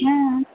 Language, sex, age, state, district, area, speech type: Maithili, female, 30-45, Bihar, Supaul, rural, conversation